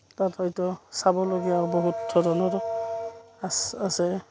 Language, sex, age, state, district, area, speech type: Assamese, female, 45-60, Assam, Udalguri, rural, spontaneous